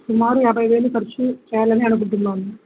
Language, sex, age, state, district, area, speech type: Telugu, male, 18-30, Telangana, Jangaon, rural, conversation